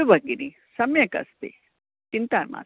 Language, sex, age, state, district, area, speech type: Sanskrit, female, 60+, Karnataka, Bangalore Urban, urban, conversation